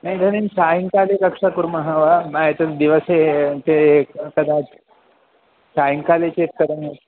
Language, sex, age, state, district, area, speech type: Sanskrit, male, 30-45, Kerala, Ernakulam, rural, conversation